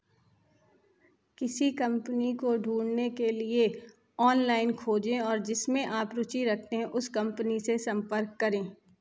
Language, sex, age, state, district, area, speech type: Hindi, female, 30-45, Madhya Pradesh, Katni, urban, read